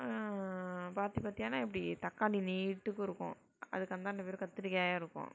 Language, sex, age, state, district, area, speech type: Tamil, female, 60+, Tamil Nadu, Tiruvarur, urban, spontaneous